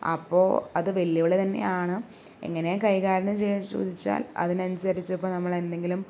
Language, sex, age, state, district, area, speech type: Malayalam, female, 30-45, Kerala, Palakkad, rural, spontaneous